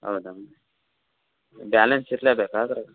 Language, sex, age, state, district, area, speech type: Kannada, male, 18-30, Karnataka, Davanagere, rural, conversation